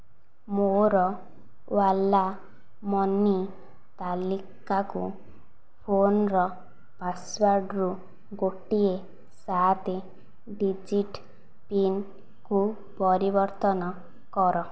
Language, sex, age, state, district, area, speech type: Odia, female, 45-60, Odisha, Nayagarh, rural, read